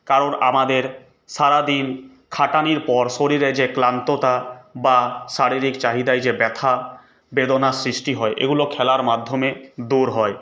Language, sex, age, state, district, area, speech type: Bengali, male, 18-30, West Bengal, Purulia, urban, spontaneous